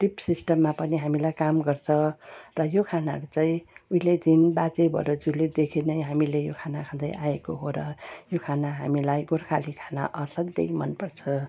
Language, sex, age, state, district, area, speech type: Nepali, female, 45-60, West Bengal, Darjeeling, rural, spontaneous